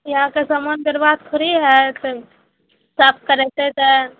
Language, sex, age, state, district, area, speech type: Maithili, female, 18-30, Bihar, Araria, urban, conversation